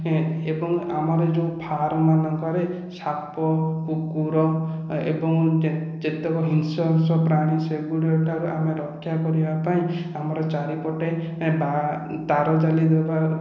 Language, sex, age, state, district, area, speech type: Odia, male, 30-45, Odisha, Khordha, rural, spontaneous